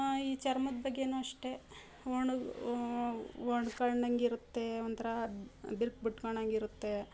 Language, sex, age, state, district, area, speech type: Kannada, female, 45-60, Karnataka, Mysore, rural, spontaneous